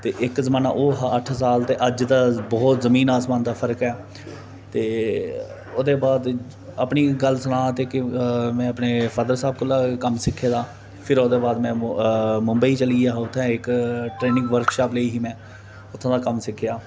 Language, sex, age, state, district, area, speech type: Dogri, male, 30-45, Jammu and Kashmir, Reasi, urban, spontaneous